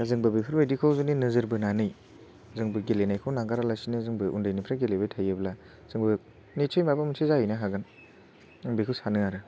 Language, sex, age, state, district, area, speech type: Bodo, male, 18-30, Assam, Baksa, rural, spontaneous